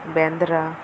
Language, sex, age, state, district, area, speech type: Bengali, female, 18-30, West Bengal, Alipurduar, rural, spontaneous